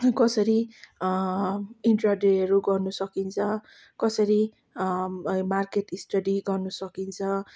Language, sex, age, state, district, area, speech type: Nepali, female, 30-45, West Bengal, Darjeeling, rural, spontaneous